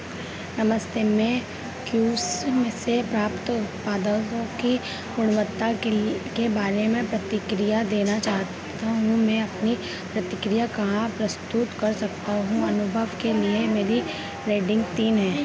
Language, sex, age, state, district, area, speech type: Hindi, female, 18-30, Madhya Pradesh, Harda, urban, read